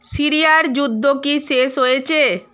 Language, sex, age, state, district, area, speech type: Bengali, female, 45-60, West Bengal, Purba Medinipur, rural, read